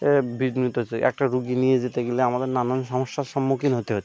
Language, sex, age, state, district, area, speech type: Bengali, male, 18-30, West Bengal, Birbhum, urban, spontaneous